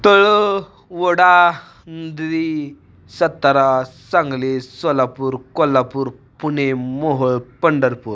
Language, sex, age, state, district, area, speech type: Marathi, male, 18-30, Maharashtra, Satara, urban, spontaneous